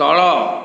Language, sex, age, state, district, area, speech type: Odia, male, 60+, Odisha, Khordha, rural, read